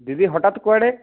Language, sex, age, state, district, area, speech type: Odia, male, 45-60, Odisha, Kandhamal, rural, conversation